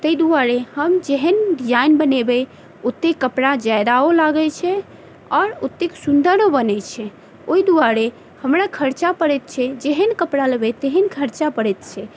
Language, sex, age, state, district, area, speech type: Maithili, female, 30-45, Bihar, Madhubani, rural, spontaneous